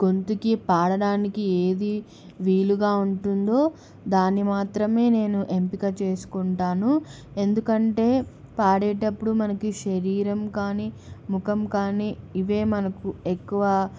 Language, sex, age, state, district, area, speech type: Telugu, female, 18-30, Andhra Pradesh, Kadapa, urban, spontaneous